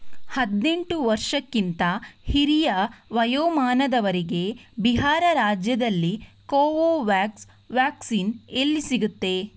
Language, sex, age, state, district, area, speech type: Kannada, female, 18-30, Karnataka, Shimoga, rural, read